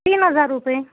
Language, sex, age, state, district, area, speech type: Marathi, female, 45-60, Maharashtra, Wardha, rural, conversation